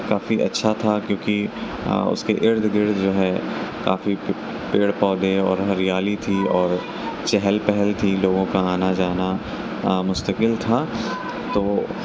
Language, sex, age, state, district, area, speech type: Urdu, male, 18-30, Uttar Pradesh, Mau, urban, spontaneous